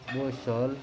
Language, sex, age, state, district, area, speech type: Urdu, male, 60+, Uttar Pradesh, Gautam Buddha Nagar, urban, spontaneous